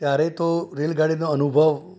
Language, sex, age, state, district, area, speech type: Gujarati, male, 60+, Gujarat, Ahmedabad, urban, spontaneous